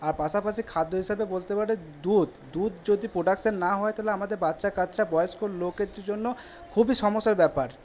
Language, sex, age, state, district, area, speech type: Bengali, male, 18-30, West Bengal, Purba Bardhaman, urban, spontaneous